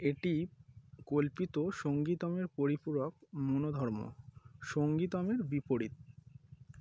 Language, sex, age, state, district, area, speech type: Bengali, male, 30-45, West Bengal, North 24 Parganas, urban, read